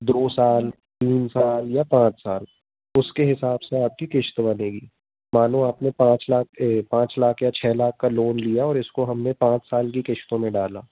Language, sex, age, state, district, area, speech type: Hindi, male, 30-45, Madhya Pradesh, Jabalpur, urban, conversation